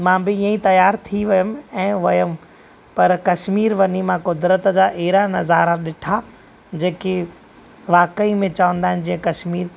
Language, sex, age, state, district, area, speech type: Sindhi, male, 30-45, Maharashtra, Thane, urban, spontaneous